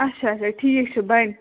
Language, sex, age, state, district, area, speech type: Kashmiri, female, 30-45, Jammu and Kashmir, Bandipora, rural, conversation